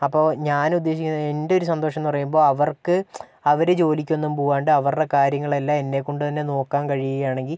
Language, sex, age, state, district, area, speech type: Malayalam, male, 18-30, Kerala, Wayanad, rural, spontaneous